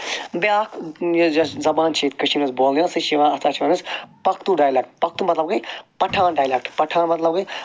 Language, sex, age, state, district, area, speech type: Kashmiri, male, 45-60, Jammu and Kashmir, Budgam, urban, spontaneous